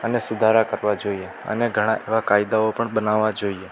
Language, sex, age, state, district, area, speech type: Gujarati, male, 18-30, Gujarat, Rajkot, rural, spontaneous